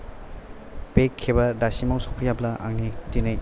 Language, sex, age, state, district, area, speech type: Bodo, male, 18-30, Assam, Chirang, urban, spontaneous